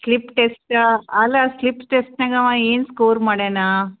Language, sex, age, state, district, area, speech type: Kannada, female, 45-60, Karnataka, Gulbarga, urban, conversation